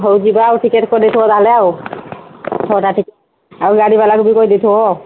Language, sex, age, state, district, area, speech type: Odia, female, 45-60, Odisha, Angul, rural, conversation